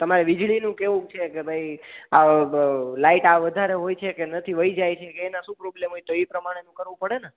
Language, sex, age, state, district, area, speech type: Gujarati, male, 18-30, Gujarat, Junagadh, urban, conversation